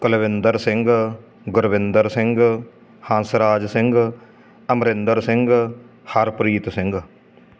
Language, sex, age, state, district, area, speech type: Punjabi, male, 30-45, Punjab, Fatehgarh Sahib, urban, spontaneous